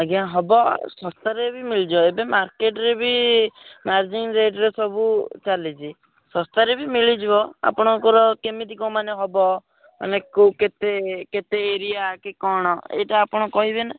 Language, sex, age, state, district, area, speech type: Odia, male, 18-30, Odisha, Jagatsinghpur, rural, conversation